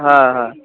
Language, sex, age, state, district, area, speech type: Bengali, male, 18-30, West Bengal, Uttar Dinajpur, urban, conversation